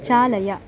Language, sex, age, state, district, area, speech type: Sanskrit, female, 18-30, Karnataka, Chikkamagaluru, urban, read